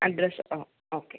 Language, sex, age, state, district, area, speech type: Malayalam, female, 45-60, Kerala, Palakkad, rural, conversation